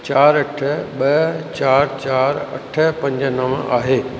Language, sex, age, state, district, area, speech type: Sindhi, male, 60+, Rajasthan, Ajmer, urban, read